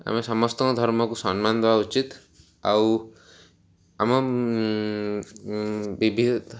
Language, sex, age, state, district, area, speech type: Odia, male, 45-60, Odisha, Rayagada, rural, spontaneous